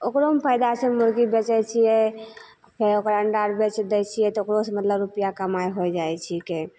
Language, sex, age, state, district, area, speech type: Maithili, female, 30-45, Bihar, Begusarai, rural, spontaneous